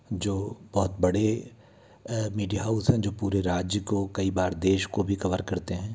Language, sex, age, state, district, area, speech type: Hindi, male, 60+, Madhya Pradesh, Bhopal, urban, spontaneous